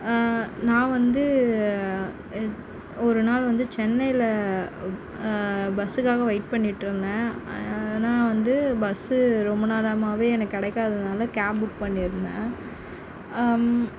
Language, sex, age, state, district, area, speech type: Tamil, female, 30-45, Tamil Nadu, Mayiladuthurai, urban, spontaneous